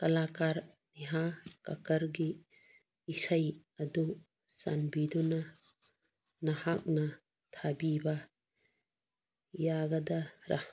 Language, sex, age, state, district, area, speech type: Manipuri, female, 45-60, Manipur, Churachandpur, urban, read